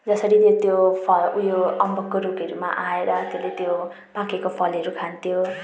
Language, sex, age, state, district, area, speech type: Nepali, female, 30-45, West Bengal, Jalpaiguri, urban, spontaneous